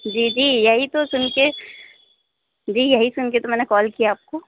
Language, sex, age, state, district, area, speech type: Hindi, female, 30-45, Uttar Pradesh, Sitapur, rural, conversation